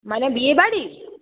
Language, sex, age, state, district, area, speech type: Bengali, female, 30-45, West Bengal, Hooghly, urban, conversation